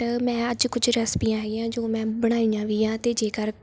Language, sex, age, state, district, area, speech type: Punjabi, female, 18-30, Punjab, Shaheed Bhagat Singh Nagar, rural, spontaneous